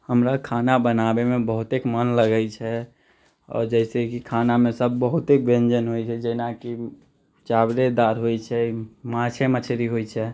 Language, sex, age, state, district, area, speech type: Maithili, male, 18-30, Bihar, Muzaffarpur, rural, spontaneous